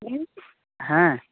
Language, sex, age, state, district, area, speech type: Santali, male, 18-30, West Bengal, Bankura, rural, conversation